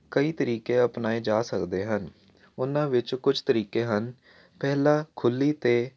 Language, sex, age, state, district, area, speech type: Punjabi, male, 18-30, Punjab, Jalandhar, urban, spontaneous